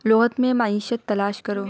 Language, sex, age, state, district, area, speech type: Urdu, female, 45-60, Uttar Pradesh, Aligarh, rural, read